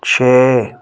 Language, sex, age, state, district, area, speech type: Punjabi, male, 45-60, Punjab, Tarn Taran, rural, read